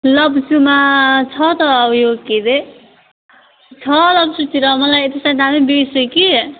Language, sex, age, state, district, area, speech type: Nepali, female, 18-30, West Bengal, Darjeeling, rural, conversation